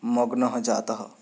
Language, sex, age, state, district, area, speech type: Sanskrit, male, 18-30, West Bengal, Paschim Medinipur, rural, spontaneous